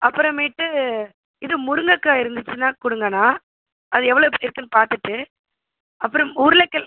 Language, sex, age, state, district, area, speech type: Tamil, female, 45-60, Tamil Nadu, Pudukkottai, rural, conversation